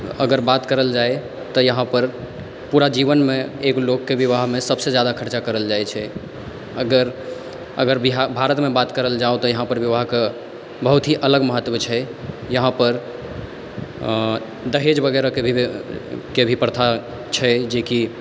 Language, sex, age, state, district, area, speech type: Maithili, male, 18-30, Bihar, Purnia, rural, spontaneous